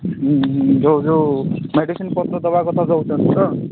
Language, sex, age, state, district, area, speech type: Odia, male, 30-45, Odisha, Nabarangpur, urban, conversation